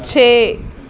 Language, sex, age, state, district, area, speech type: Punjabi, female, 30-45, Punjab, Mohali, rural, read